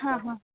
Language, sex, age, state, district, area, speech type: Marathi, female, 30-45, Maharashtra, Mumbai Suburban, urban, conversation